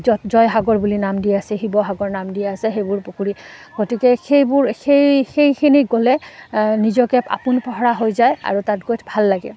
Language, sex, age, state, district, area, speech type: Assamese, female, 30-45, Assam, Udalguri, rural, spontaneous